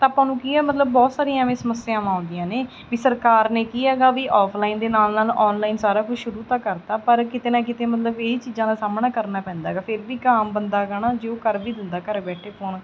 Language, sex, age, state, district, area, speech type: Punjabi, female, 30-45, Punjab, Mansa, urban, spontaneous